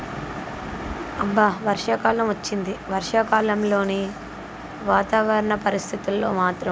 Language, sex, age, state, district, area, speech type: Telugu, female, 45-60, Andhra Pradesh, N T Rama Rao, urban, spontaneous